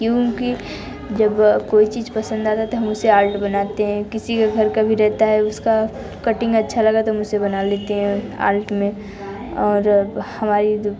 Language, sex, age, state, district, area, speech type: Hindi, female, 30-45, Uttar Pradesh, Mirzapur, rural, spontaneous